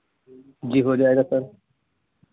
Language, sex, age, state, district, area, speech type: Hindi, male, 45-60, Uttar Pradesh, Sitapur, rural, conversation